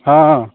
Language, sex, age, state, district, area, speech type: Maithili, male, 30-45, Bihar, Saharsa, rural, conversation